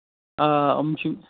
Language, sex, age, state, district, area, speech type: Kashmiri, male, 18-30, Jammu and Kashmir, Ganderbal, rural, conversation